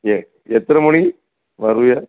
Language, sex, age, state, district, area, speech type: Tamil, male, 60+, Tamil Nadu, Thoothukudi, rural, conversation